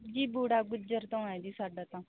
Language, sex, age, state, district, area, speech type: Punjabi, female, 18-30, Punjab, Muktsar, urban, conversation